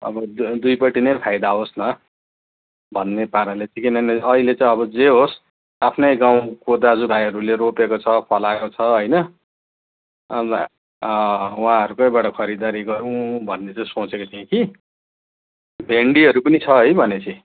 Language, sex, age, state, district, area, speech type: Nepali, male, 60+, West Bengal, Kalimpong, rural, conversation